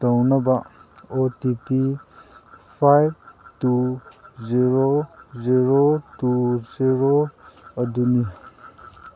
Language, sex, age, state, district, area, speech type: Manipuri, male, 30-45, Manipur, Kangpokpi, urban, read